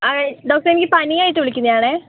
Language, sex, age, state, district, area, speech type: Malayalam, female, 18-30, Kerala, Wayanad, rural, conversation